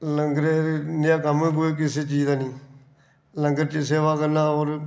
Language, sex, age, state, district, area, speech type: Dogri, male, 45-60, Jammu and Kashmir, Reasi, rural, spontaneous